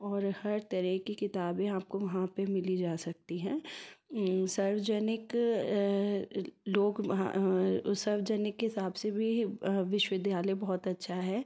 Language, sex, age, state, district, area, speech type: Hindi, female, 30-45, Madhya Pradesh, Ujjain, urban, spontaneous